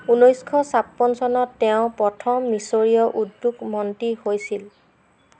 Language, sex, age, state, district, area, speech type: Assamese, female, 45-60, Assam, Golaghat, rural, read